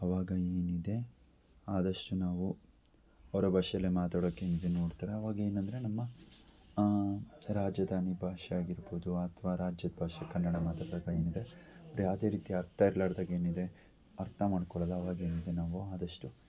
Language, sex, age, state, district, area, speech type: Kannada, male, 18-30, Karnataka, Davanagere, rural, spontaneous